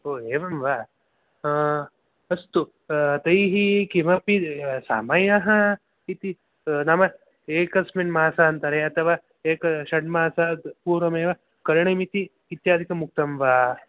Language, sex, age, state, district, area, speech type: Sanskrit, male, 18-30, Karnataka, Bangalore Urban, urban, conversation